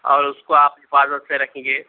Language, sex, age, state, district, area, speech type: Urdu, male, 45-60, Telangana, Hyderabad, urban, conversation